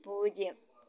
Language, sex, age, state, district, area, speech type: Malayalam, female, 60+, Kerala, Malappuram, rural, read